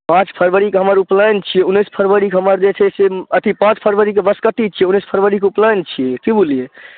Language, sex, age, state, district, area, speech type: Maithili, male, 18-30, Bihar, Darbhanga, rural, conversation